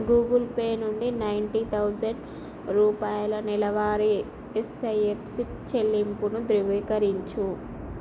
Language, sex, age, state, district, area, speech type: Telugu, female, 18-30, Andhra Pradesh, Srikakulam, urban, read